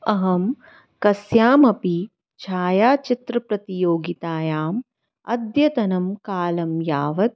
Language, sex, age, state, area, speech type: Sanskrit, female, 30-45, Delhi, urban, spontaneous